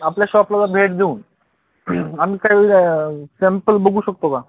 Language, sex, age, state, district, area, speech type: Marathi, male, 30-45, Maharashtra, Beed, rural, conversation